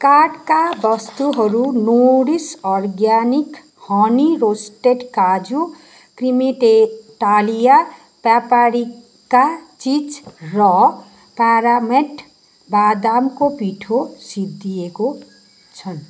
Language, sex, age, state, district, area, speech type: Nepali, female, 30-45, West Bengal, Kalimpong, rural, read